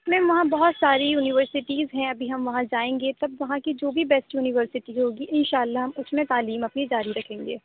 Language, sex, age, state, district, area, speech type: Urdu, female, 18-30, Uttar Pradesh, Aligarh, urban, conversation